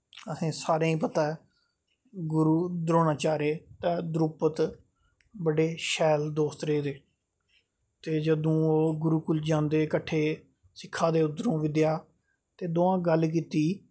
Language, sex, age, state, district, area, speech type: Dogri, male, 30-45, Jammu and Kashmir, Jammu, urban, spontaneous